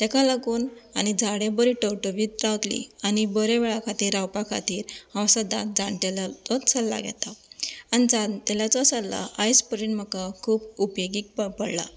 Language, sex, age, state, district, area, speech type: Goan Konkani, female, 30-45, Goa, Canacona, rural, spontaneous